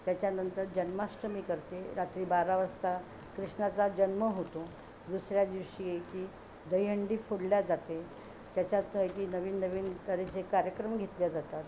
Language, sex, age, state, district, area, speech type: Marathi, female, 60+, Maharashtra, Yavatmal, urban, spontaneous